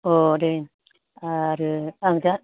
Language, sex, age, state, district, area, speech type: Bodo, female, 60+, Assam, Baksa, rural, conversation